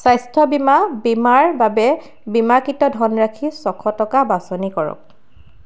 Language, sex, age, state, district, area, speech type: Assamese, female, 30-45, Assam, Sivasagar, rural, read